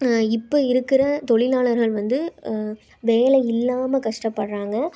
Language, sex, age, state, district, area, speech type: Tamil, female, 18-30, Tamil Nadu, Tiruppur, urban, spontaneous